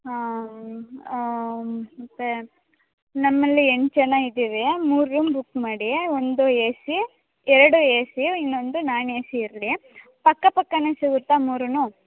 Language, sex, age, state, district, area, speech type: Kannada, female, 18-30, Karnataka, Mandya, rural, conversation